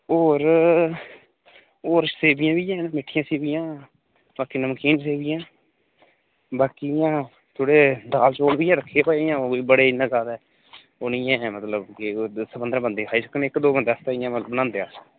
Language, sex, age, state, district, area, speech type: Dogri, male, 30-45, Jammu and Kashmir, Udhampur, rural, conversation